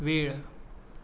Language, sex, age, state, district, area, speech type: Goan Konkani, male, 18-30, Goa, Tiswadi, rural, read